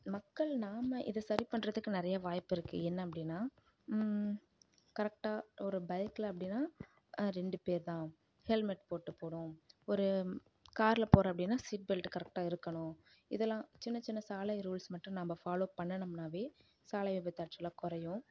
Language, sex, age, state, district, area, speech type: Tamil, female, 18-30, Tamil Nadu, Kallakurichi, rural, spontaneous